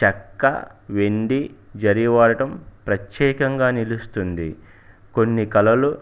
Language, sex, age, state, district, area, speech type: Telugu, male, 30-45, Andhra Pradesh, Palnadu, urban, spontaneous